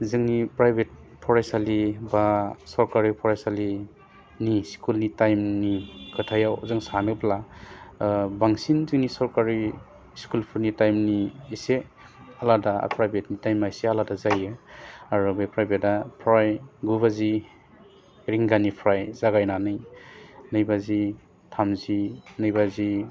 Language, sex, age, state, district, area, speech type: Bodo, male, 30-45, Assam, Udalguri, urban, spontaneous